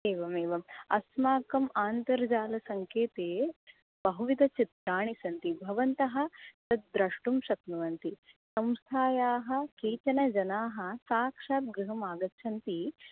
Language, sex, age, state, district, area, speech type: Sanskrit, female, 30-45, Maharashtra, Nagpur, urban, conversation